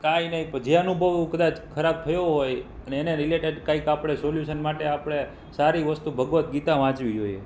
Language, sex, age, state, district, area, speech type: Gujarati, male, 30-45, Gujarat, Rajkot, urban, spontaneous